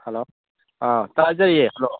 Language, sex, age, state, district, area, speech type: Manipuri, male, 18-30, Manipur, Churachandpur, rural, conversation